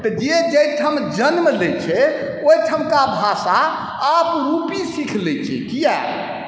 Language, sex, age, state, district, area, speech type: Maithili, male, 45-60, Bihar, Saharsa, rural, spontaneous